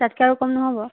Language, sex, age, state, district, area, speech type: Assamese, female, 18-30, Assam, Charaideo, urban, conversation